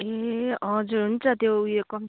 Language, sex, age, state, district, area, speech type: Nepali, female, 30-45, West Bengal, Kalimpong, rural, conversation